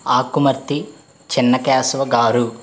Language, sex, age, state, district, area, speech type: Telugu, male, 18-30, Andhra Pradesh, East Godavari, urban, spontaneous